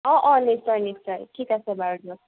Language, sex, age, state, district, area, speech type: Assamese, female, 18-30, Assam, Sonitpur, rural, conversation